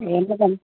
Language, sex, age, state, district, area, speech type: Tamil, female, 60+, Tamil Nadu, Virudhunagar, rural, conversation